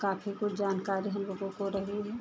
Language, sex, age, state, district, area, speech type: Hindi, female, 60+, Uttar Pradesh, Lucknow, rural, spontaneous